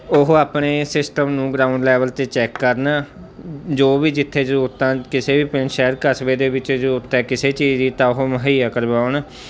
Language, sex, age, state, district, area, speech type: Punjabi, male, 18-30, Punjab, Mansa, urban, spontaneous